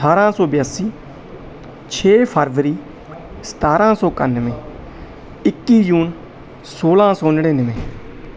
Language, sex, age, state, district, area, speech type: Punjabi, male, 30-45, Punjab, Bathinda, urban, spontaneous